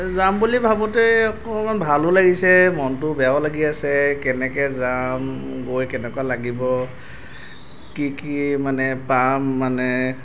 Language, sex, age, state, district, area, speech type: Assamese, male, 30-45, Assam, Golaghat, urban, spontaneous